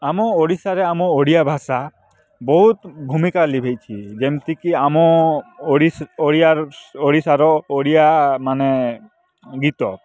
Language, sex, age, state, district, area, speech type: Odia, male, 18-30, Odisha, Kalahandi, rural, spontaneous